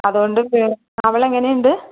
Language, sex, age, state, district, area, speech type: Malayalam, female, 30-45, Kerala, Ernakulam, rural, conversation